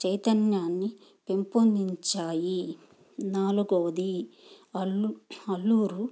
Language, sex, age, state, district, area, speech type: Telugu, female, 45-60, Andhra Pradesh, Nellore, rural, spontaneous